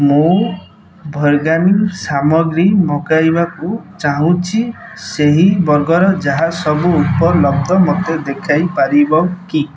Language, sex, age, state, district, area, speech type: Odia, male, 18-30, Odisha, Kendrapara, urban, read